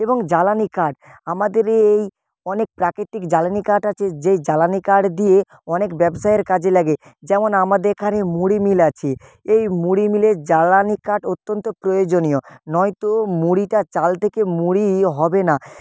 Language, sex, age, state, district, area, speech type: Bengali, male, 30-45, West Bengal, Nadia, rural, spontaneous